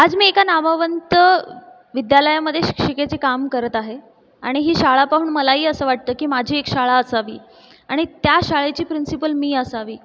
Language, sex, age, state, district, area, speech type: Marathi, female, 30-45, Maharashtra, Buldhana, urban, spontaneous